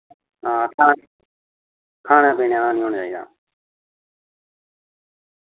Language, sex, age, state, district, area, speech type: Dogri, male, 30-45, Jammu and Kashmir, Reasi, rural, conversation